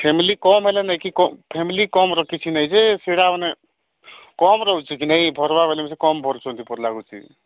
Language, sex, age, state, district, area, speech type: Odia, male, 45-60, Odisha, Nabarangpur, rural, conversation